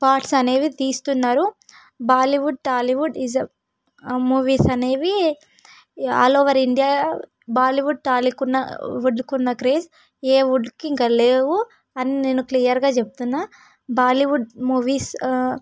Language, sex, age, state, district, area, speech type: Telugu, female, 18-30, Telangana, Hyderabad, rural, spontaneous